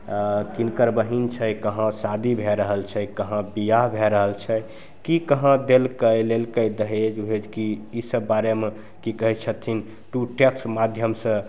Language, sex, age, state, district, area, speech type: Maithili, male, 30-45, Bihar, Begusarai, urban, spontaneous